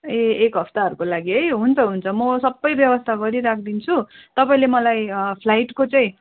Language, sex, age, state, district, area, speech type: Nepali, female, 18-30, West Bengal, Darjeeling, rural, conversation